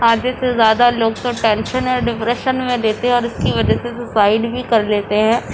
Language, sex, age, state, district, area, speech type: Urdu, female, 18-30, Uttar Pradesh, Gautam Buddha Nagar, urban, spontaneous